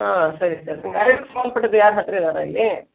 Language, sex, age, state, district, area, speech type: Kannada, female, 60+, Karnataka, Shimoga, rural, conversation